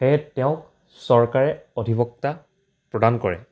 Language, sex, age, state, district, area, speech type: Assamese, male, 18-30, Assam, Dibrugarh, rural, spontaneous